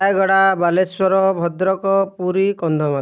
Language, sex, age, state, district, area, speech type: Odia, male, 30-45, Odisha, Kalahandi, rural, spontaneous